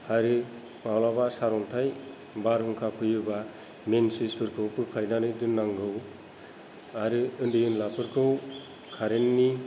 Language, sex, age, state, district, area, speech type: Bodo, female, 45-60, Assam, Kokrajhar, rural, spontaneous